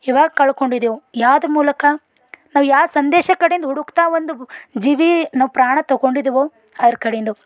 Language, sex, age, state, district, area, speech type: Kannada, female, 30-45, Karnataka, Bidar, rural, spontaneous